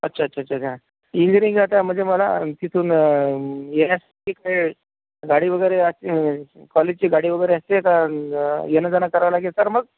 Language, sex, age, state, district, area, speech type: Marathi, male, 30-45, Maharashtra, Akola, rural, conversation